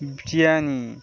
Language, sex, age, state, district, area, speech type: Bengali, male, 18-30, West Bengal, Birbhum, urban, spontaneous